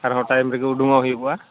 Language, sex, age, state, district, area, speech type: Santali, male, 30-45, West Bengal, Malda, rural, conversation